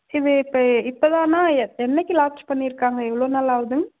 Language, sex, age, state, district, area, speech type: Tamil, female, 30-45, Tamil Nadu, Madurai, urban, conversation